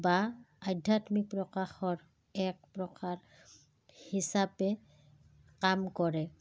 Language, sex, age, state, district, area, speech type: Assamese, female, 30-45, Assam, Udalguri, rural, spontaneous